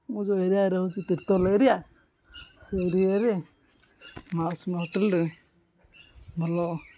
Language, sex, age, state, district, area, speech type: Odia, male, 18-30, Odisha, Jagatsinghpur, rural, spontaneous